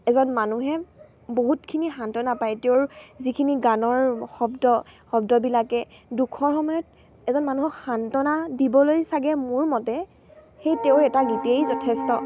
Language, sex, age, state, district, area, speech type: Assamese, female, 18-30, Assam, Dibrugarh, rural, spontaneous